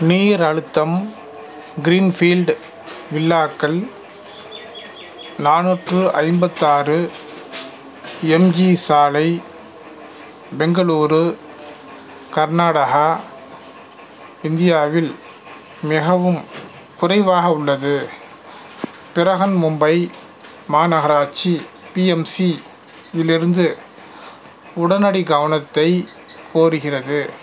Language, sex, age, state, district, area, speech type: Tamil, male, 45-60, Tamil Nadu, Salem, rural, read